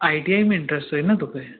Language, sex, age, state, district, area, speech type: Sindhi, male, 18-30, Gujarat, Surat, urban, conversation